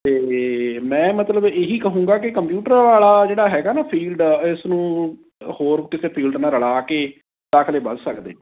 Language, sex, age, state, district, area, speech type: Punjabi, male, 30-45, Punjab, Amritsar, rural, conversation